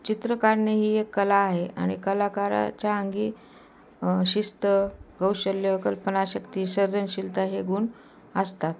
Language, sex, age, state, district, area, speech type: Marathi, female, 60+, Maharashtra, Osmanabad, rural, spontaneous